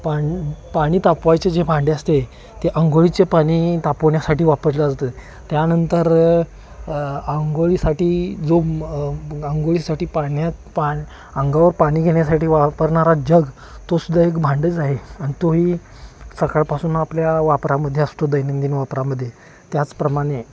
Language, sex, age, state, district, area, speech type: Marathi, male, 30-45, Maharashtra, Kolhapur, urban, spontaneous